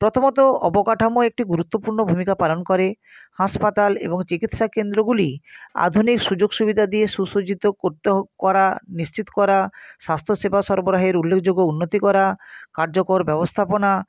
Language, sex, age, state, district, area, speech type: Bengali, female, 45-60, West Bengal, Nadia, rural, spontaneous